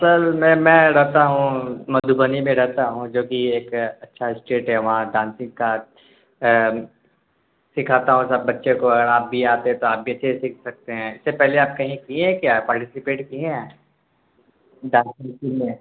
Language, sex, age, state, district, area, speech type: Urdu, male, 18-30, Bihar, Darbhanga, urban, conversation